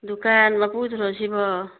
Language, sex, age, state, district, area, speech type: Manipuri, female, 45-60, Manipur, Imphal East, rural, conversation